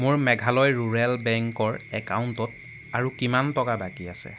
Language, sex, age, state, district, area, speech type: Assamese, male, 18-30, Assam, Jorhat, urban, read